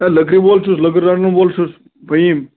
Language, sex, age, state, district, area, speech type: Kashmiri, male, 30-45, Jammu and Kashmir, Bandipora, rural, conversation